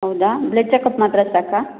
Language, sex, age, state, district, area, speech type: Kannada, female, 18-30, Karnataka, Kolar, rural, conversation